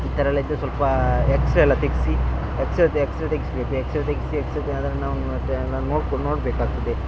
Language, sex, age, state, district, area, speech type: Kannada, male, 30-45, Karnataka, Dakshina Kannada, rural, spontaneous